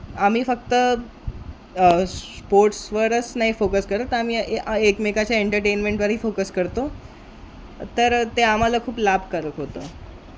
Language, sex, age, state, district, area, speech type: Marathi, male, 18-30, Maharashtra, Wardha, urban, spontaneous